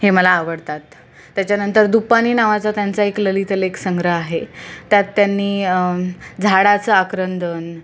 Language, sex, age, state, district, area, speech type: Marathi, female, 18-30, Maharashtra, Sindhudurg, rural, spontaneous